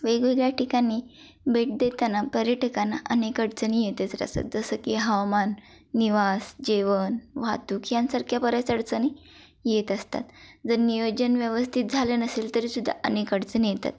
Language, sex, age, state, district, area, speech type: Marathi, female, 18-30, Maharashtra, Kolhapur, rural, spontaneous